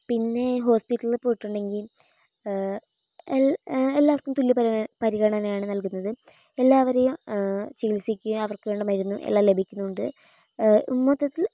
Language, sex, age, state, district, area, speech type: Malayalam, female, 18-30, Kerala, Wayanad, rural, spontaneous